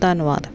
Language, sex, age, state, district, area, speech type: Punjabi, female, 30-45, Punjab, Jalandhar, urban, spontaneous